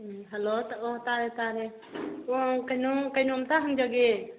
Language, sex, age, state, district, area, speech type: Manipuri, female, 45-60, Manipur, Kakching, rural, conversation